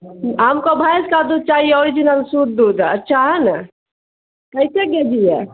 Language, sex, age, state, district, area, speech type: Urdu, female, 45-60, Bihar, Khagaria, rural, conversation